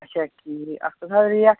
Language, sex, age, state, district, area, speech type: Kashmiri, male, 18-30, Jammu and Kashmir, Shopian, rural, conversation